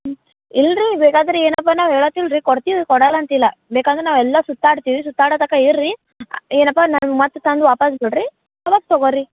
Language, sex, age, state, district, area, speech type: Kannada, female, 18-30, Karnataka, Gulbarga, urban, conversation